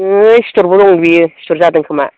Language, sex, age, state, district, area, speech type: Bodo, female, 45-60, Assam, Baksa, rural, conversation